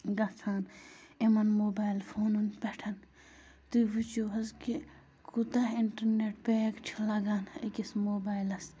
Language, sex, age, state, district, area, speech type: Kashmiri, female, 30-45, Jammu and Kashmir, Bandipora, rural, spontaneous